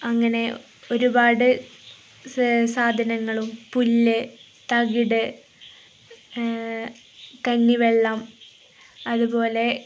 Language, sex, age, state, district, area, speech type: Malayalam, female, 30-45, Kerala, Kozhikode, rural, spontaneous